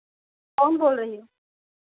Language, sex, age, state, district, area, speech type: Hindi, female, 30-45, Uttar Pradesh, Pratapgarh, rural, conversation